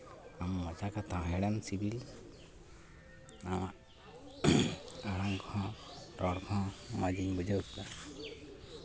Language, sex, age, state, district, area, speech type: Santali, male, 45-60, West Bengal, Malda, rural, spontaneous